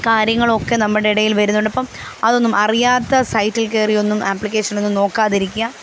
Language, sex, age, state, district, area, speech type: Malayalam, female, 18-30, Kerala, Pathanamthitta, rural, spontaneous